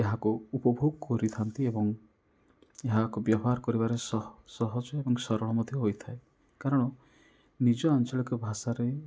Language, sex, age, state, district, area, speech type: Odia, male, 30-45, Odisha, Rayagada, rural, spontaneous